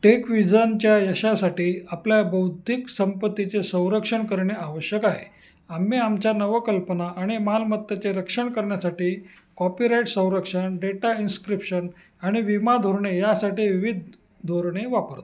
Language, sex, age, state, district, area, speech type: Marathi, male, 45-60, Maharashtra, Nashik, urban, read